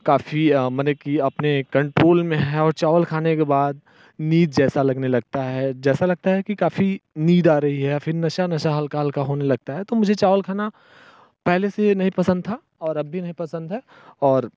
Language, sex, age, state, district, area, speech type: Hindi, male, 30-45, Uttar Pradesh, Mirzapur, rural, spontaneous